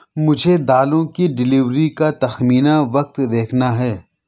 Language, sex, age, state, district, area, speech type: Urdu, male, 30-45, Delhi, South Delhi, urban, read